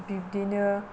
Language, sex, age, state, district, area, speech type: Bodo, female, 18-30, Assam, Kokrajhar, rural, spontaneous